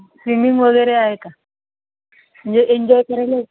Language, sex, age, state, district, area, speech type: Marathi, female, 30-45, Maharashtra, Thane, urban, conversation